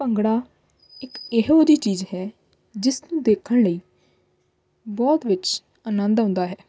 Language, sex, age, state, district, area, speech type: Punjabi, female, 18-30, Punjab, Hoshiarpur, rural, spontaneous